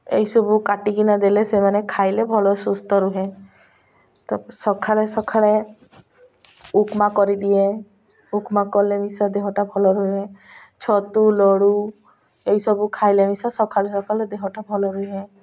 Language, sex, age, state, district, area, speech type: Odia, female, 45-60, Odisha, Malkangiri, urban, spontaneous